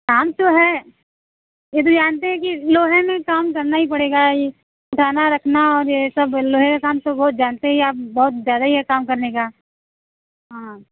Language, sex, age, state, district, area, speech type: Hindi, female, 30-45, Uttar Pradesh, Mirzapur, rural, conversation